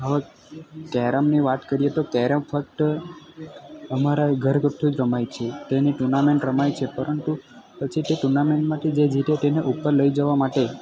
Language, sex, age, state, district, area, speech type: Gujarati, male, 18-30, Gujarat, Valsad, rural, spontaneous